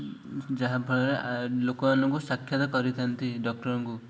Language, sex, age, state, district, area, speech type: Odia, male, 18-30, Odisha, Ganjam, urban, spontaneous